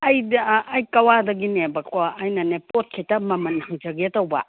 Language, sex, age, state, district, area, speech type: Manipuri, female, 60+, Manipur, Imphal East, rural, conversation